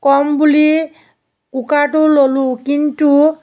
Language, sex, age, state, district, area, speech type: Assamese, female, 45-60, Assam, Morigaon, rural, spontaneous